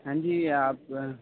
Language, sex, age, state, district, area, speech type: Urdu, male, 18-30, Uttar Pradesh, Gautam Buddha Nagar, urban, conversation